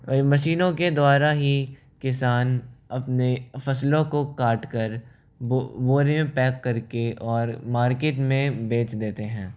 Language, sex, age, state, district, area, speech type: Hindi, male, 18-30, Rajasthan, Jaipur, urban, spontaneous